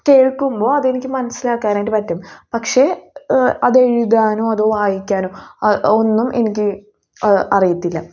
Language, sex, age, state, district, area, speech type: Malayalam, female, 18-30, Kerala, Thrissur, rural, spontaneous